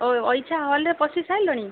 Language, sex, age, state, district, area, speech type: Odia, female, 30-45, Odisha, Jagatsinghpur, rural, conversation